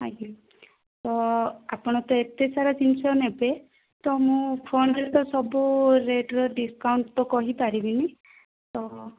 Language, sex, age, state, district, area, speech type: Odia, female, 18-30, Odisha, Kandhamal, rural, conversation